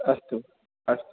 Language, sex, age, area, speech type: Sanskrit, male, 18-30, rural, conversation